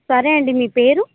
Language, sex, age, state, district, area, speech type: Telugu, female, 18-30, Telangana, Khammam, urban, conversation